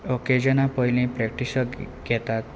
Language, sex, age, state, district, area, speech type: Goan Konkani, male, 18-30, Goa, Quepem, rural, spontaneous